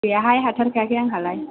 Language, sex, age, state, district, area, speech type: Bodo, female, 18-30, Assam, Chirang, rural, conversation